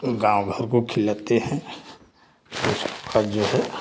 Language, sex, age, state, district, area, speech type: Hindi, male, 60+, Uttar Pradesh, Chandauli, rural, spontaneous